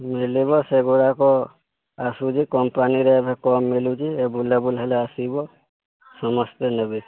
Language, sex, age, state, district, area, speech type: Odia, male, 18-30, Odisha, Boudh, rural, conversation